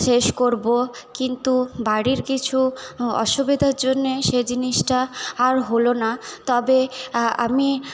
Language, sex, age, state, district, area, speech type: Bengali, female, 18-30, West Bengal, Paschim Bardhaman, rural, spontaneous